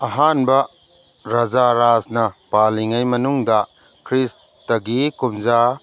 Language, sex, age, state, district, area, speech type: Manipuri, male, 30-45, Manipur, Kangpokpi, urban, read